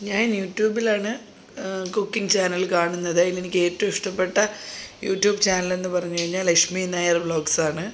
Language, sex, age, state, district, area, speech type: Malayalam, female, 30-45, Kerala, Thiruvananthapuram, rural, spontaneous